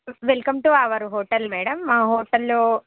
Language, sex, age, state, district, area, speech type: Telugu, female, 30-45, Telangana, Ranga Reddy, rural, conversation